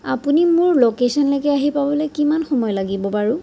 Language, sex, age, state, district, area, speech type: Assamese, female, 45-60, Assam, Sonitpur, rural, spontaneous